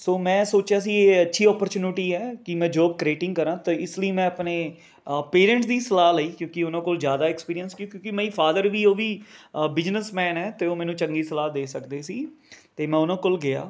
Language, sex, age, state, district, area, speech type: Punjabi, male, 30-45, Punjab, Rupnagar, urban, spontaneous